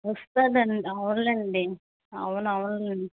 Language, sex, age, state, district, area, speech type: Telugu, female, 18-30, Andhra Pradesh, Vizianagaram, rural, conversation